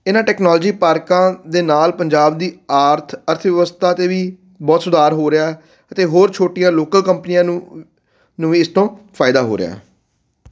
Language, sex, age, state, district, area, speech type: Punjabi, male, 30-45, Punjab, Fatehgarh Sahib, urban, spontaneous